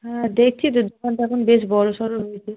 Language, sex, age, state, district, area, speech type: Bengali, female, 30-45, West Bengal, South 24 Parganas, rural, conversation